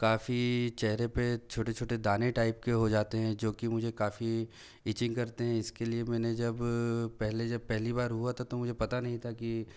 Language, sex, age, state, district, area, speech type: Hindi, male, 18-30, Madhya Pradesh, Bhopal, urban, spontaneous